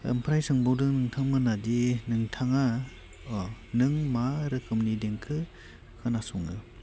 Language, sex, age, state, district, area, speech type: Bodo, male, 18-30, Assam, Baksa, rural, spontaneous